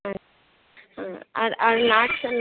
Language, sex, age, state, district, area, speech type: Bengali, female, 18-30, West Bengal, Cooch Behar, rural, conversation